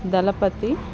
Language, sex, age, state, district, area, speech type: Telugu, female, 30-45, Andhra Pradesh, Bapatla, urban, spontaneous